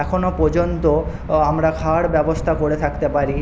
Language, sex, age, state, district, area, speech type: Bengali, male, 18-30, West Bengal, Paschim Medinipur, rural, spontaneous